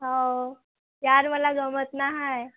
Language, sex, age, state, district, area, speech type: Marathi, female, 18-30, Maharashtra, Wardha, rural, conversation